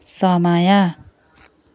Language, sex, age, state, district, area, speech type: Nepali, female, 18-30, West Bengal, Darjeeling, rural, read